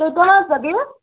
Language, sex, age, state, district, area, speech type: Assamese, female, 30-45, Assam, Barpeta, rural, conversation